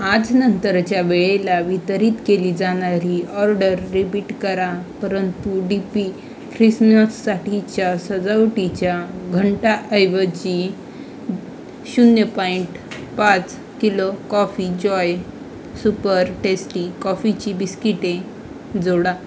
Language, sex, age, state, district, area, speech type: Marathi, female, 18-30, Maharashtra, Aurangabad, rural, read